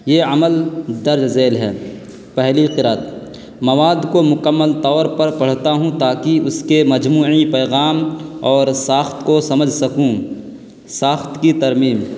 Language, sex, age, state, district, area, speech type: Urdu, male, 18-30, Uttar Pradesh, Balrampur, rural, spontaneous